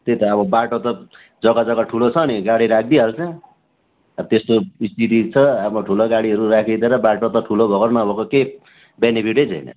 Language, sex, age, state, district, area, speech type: Nepali, male, 45-60, West Bengal, Darjeeling, rural, conversation